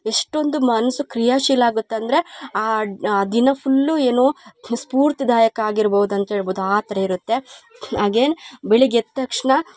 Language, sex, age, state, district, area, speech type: Kannada, female, 30-45, Karnataka, Chikkamagaluru, rural, spontaneous